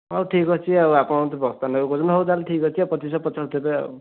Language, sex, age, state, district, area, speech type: Odia, male, 18-30, Odisha, Dhenkanal, rural, conversation